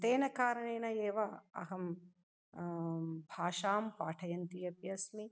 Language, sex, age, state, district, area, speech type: Sanskrit, female, 45-60, Telangana, Nirmal, urban, spontaneous